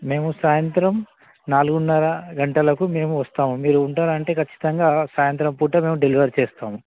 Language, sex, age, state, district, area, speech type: Telugu, male, 30-45, Telangana, Nizamabad, urban, conversation